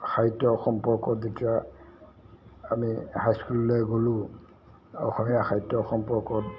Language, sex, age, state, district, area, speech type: Assamese, male, 60+, Assam, Golaghat, urban, spontaneous